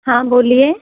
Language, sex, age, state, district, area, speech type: Hindi, female, 45-60, Uttar Pradesh, Azamgarh, rural, conversation